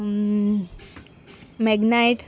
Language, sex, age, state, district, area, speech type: Goan Konkani, female, 18-30, Goa, Murmgao, rural, spontaneous